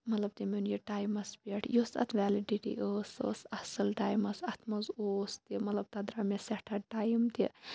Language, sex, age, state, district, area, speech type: Kashmiri, female, 18-30, Jammu and Kashmir, Shopian, rural, spontaneous